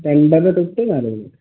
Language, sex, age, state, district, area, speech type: Malayalam, male, 18-30, Kerala, Wayanad, rural, conversation